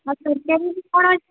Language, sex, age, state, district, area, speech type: Odia, female, 18-30, Odisha, Sundergarh, urban, conversation